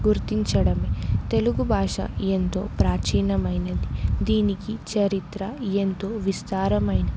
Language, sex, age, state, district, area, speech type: Telugu, female, 18-30, Telangana, Ranga Reddy, rural, spontaneous